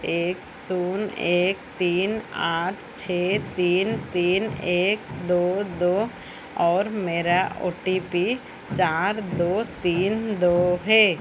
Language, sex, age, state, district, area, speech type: Hindi, female, 45-60, Madhya Pradesh, Chhindwara, rural, read